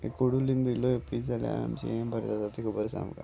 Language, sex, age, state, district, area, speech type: Goan Konkani, male, 30-45, Goa, Salcete, rural, spontaneous